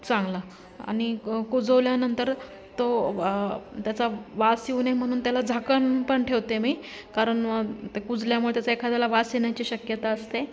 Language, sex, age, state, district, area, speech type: Marathi, female, 45-60, Maharashtra, Nanded, urban, spontaneous